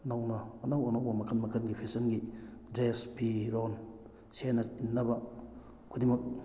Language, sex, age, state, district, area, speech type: Manipuri, male, 30-45, Manipur, Kakching, rural, spontaneous